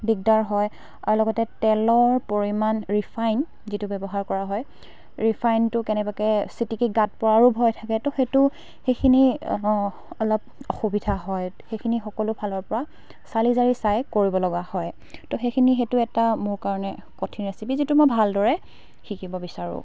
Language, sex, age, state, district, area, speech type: Assamese, female, 18-30, Assam, Dibrugarh, rural, spontaneous